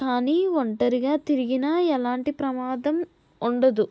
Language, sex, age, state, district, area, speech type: Telugu, female, 18-30, Andhra Pradesh, N T Rama Rao, urban, spontaneous